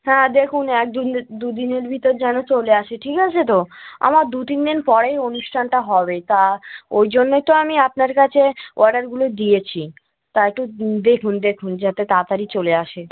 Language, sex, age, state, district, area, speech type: Bengali, female, 18-30, West Bengal, Cooch Behar, urban, conversation